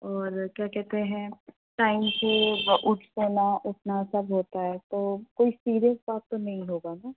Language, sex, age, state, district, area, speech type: Hindi, female, 18-30, Uttar Pradesh, Bhadohi, urban, conversation